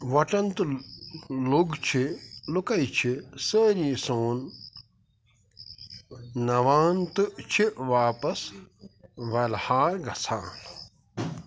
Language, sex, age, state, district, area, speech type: Kashmiri, male, 45-60, Jammu and Kashmir, Pulwama, rural, read